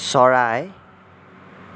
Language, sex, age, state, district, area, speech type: Assamese, male, 18-30, Assam, Sonitpur, rural, read